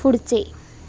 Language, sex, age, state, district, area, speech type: Marathi, female, 18-30, Maharashtra, Sindhudurg, rural, read